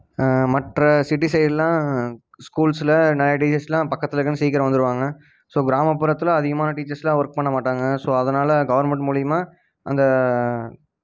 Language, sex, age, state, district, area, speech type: Tamil, male, 18-30, Tamil Nadu, Erode, rural, spontaneous